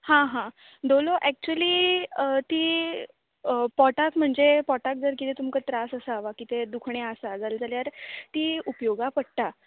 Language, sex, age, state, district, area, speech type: Goan Konkani, female, 18-30, Goa, Canacona, rural, conversation